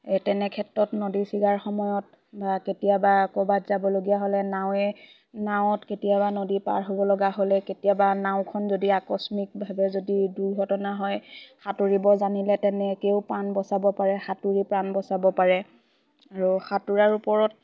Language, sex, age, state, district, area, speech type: Assamese, female, 18-30, Assam, Lakhimpur, rural, spontaneous